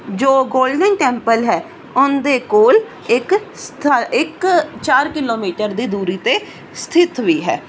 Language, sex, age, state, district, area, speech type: Punjabi, female, 18-30, Punjab, Fazilka, rural, spontaneous